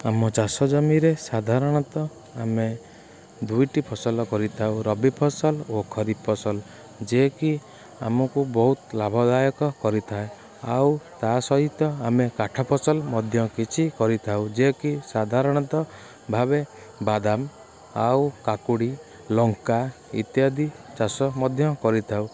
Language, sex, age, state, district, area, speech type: Odia, male, 18-30, Odisha, Kendrapara, urban, spontaneous